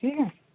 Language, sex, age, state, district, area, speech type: Marathi, male, 30-45, Maharashtra, Nagpur, urban, conversation